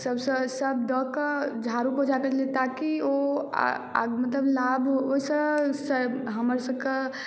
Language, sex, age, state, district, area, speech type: Maithili, male, 18-30, Bihar, Madhubani, rural, spontaneous